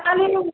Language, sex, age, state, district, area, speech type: Bengali, female, 45-60, West Bengal, Birbhum, urban, conversation